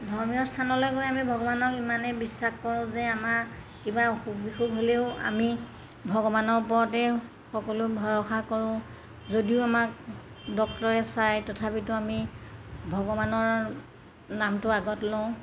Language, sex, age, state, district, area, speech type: Assamese, female, 60+, Assam, Golaghat, urban, spontaneous